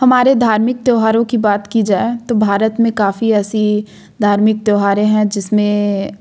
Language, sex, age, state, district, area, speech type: Hindi, female, 30-45, Madhya Pradesh, Jabalpur, urban, spontaneous